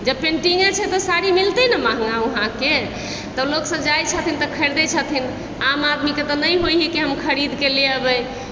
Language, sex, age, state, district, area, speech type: Maithili, female, 60+, Bihar, Supaul, urban, spontaneous